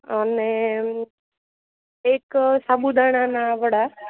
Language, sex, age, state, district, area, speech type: Gujarati, female, 30-45, Gujarat, Junagadh, urban, conversation